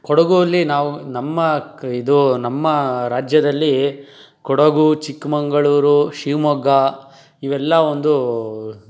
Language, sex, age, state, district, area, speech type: Kannada, male, 18-30, Karnataka, Tumkur, urban, spontaneous